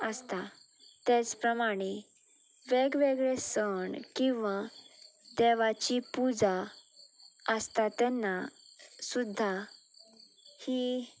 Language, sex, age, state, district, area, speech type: Goan Konkani, female, 18-30, Goa, Ponda, rural, spontaneous